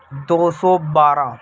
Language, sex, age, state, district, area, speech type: Urdu, male, 18-30, Delhi, Central Delhi, urban, spontaneous